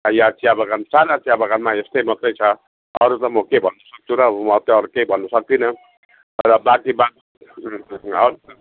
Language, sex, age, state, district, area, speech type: Nepali, male, 60+, West Bengal, Jalpaiguri, urban, conversation